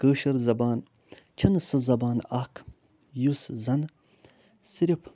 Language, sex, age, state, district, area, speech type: Kashmiri, male, 45-60, Jammu and Kashmir, Budgam, urban, spontaneous